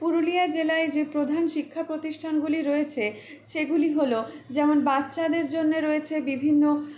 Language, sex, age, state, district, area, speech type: Bengali, female, 30-45, West Bengal, Purulia, urban, spontaneous